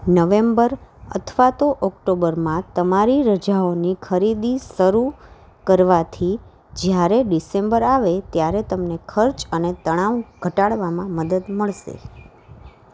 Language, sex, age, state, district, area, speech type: Gujarati, female, 30-45, Gujarat, Kheda, urban, read